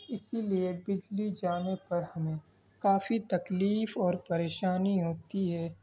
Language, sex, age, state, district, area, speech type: Urdu, male, 18-30, Delhi, East Delhi, urban, spontaneous